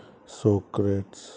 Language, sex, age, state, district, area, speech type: Telugu, male, 30-45, Andhra Pradesh, Krishna, urban, spontaneous